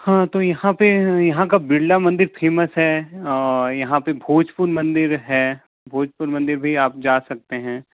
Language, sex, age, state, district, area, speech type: Hindi, male, 45-60, Madhya Pradesh, Bhopal, urban, conversation